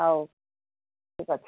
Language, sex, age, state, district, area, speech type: Odia, female, 45-60, Odisha, Angul, rural, conversation